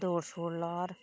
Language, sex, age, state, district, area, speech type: Dogri, female, 30-45, Jammu and Kashmir, Reasi, rural, spontaneous